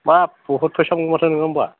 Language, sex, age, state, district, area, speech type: Bodo, male, 45-60, Assam, Udalguri, rural, conversation